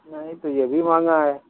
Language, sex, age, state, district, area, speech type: Urdu, male, 30-45, Uttar Pradesh, Mau, urban, conversation